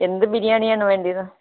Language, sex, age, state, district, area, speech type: Malayalam, female, 45-60, Kerala, Kottayam, rural, conversation